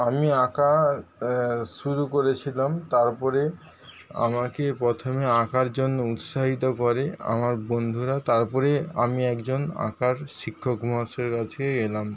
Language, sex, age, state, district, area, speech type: Bengali, male, 30-45, West Bengal, Paschim Medinipur, rural, spontaneous